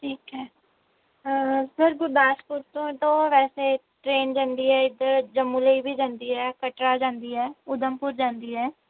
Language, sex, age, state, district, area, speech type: Punjabi, female, 30-45, Punjab, Gurdaspur, rural, conversation